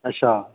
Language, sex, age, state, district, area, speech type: Dogri, female, 30-45, Jammu and Kashmir, Jammu, urban, conversation